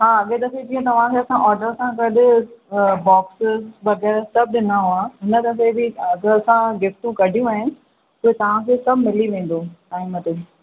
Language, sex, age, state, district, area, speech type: Sindhi, female, 30-45, Maharashtra, Thane, urban, conversation